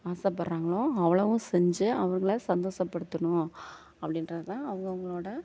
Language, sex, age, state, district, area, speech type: Tamil, female, 45-60, Tamil Nadu, Thanjavur, rural, spontaneous